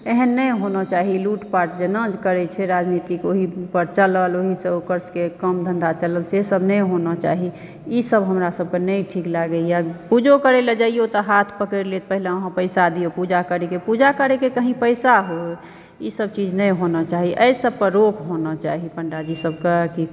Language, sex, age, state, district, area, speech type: Maithili, female, 60+, Bihar, Supaul, rural, spontaneous